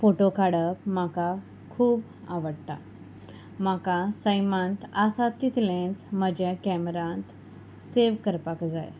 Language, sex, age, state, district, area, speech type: Goan Konkani, female, 30-45, Goa, Salcete, rural, spontaneous